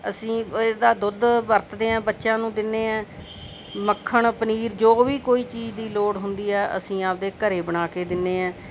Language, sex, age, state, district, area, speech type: Punjabi, female, 45-60, Punjab, Bathinda, urban, spontaneous